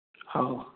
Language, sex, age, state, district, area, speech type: Maithili, male, 45-60, Bihar, Madhubani, rural, conversation